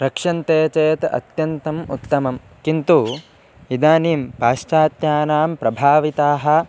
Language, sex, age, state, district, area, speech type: Sanskrit, male, 18-30, Karnataka, Bangalore Rural, rural, spontaneous